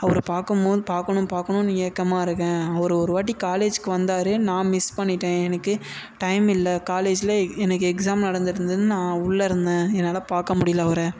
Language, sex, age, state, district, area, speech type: Tamil, male, 18-30, Tamil Nadu, Tiruvannamalai, urban, spontaneous